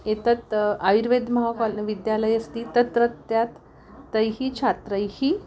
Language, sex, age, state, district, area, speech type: Sanskrit, female, 60+, Maharashtra, Wardha, urban, spontaneous